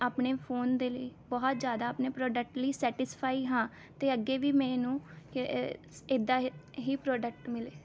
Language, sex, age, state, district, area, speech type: Punjabi, female, 18-30, Punjab, Rupnagar, urban, spontaneous